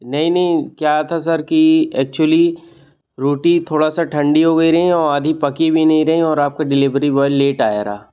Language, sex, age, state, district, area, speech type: Hindi, male, 18-30, Madhya Pradesh, Jabalpur, urban, spontaneous